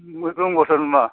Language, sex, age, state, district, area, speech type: Bodo, male, 60+, Assam, Udalguri, rural, conversation